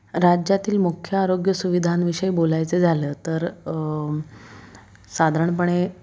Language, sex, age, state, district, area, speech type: Marathi, female, 30-45, Maharashtra, Pune, urban, spontaneous